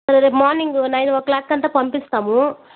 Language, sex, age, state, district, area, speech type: Telugu, female, 30-45, Andhra Pradesh, Nellore, rural, conversation